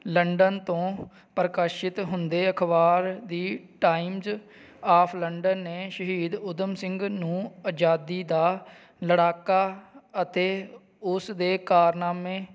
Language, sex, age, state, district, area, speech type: Punjabi, male, 30-45, Punjab, Kapurthala, rural, spontaneous